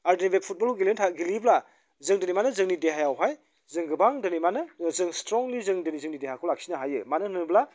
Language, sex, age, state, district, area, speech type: Bodo, male, 45-60, Assam, Chirang, rural, spontaneous